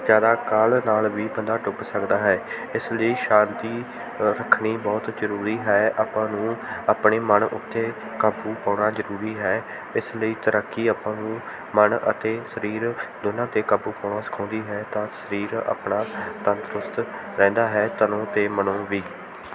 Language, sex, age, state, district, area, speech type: Punjabi, male, 18-30, Punjab, Bathinda, rural, spontaneous